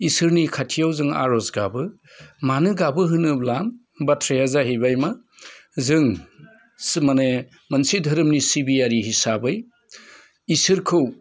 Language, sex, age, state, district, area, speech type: Bodo, male, 45-60, Assam, Udalguri, urban, spontaneous